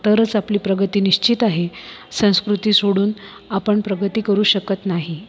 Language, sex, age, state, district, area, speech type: Marathi, female, 30-45, Maharashtra, Buldhana, urban, spontaneous